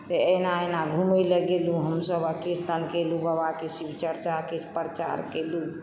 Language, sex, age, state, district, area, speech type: Maithili, female, 60+, Bihar, Supaul, rural, spontaneous